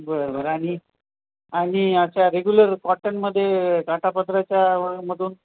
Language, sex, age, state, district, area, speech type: Marathi, male, 30-45, Maharashtra, Nanded, rural, conversation